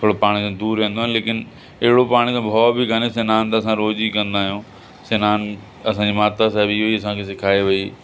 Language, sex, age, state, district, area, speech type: Sindhi, male, 45-60, Uttar Pradesh, Lucknow, rural, spontaneous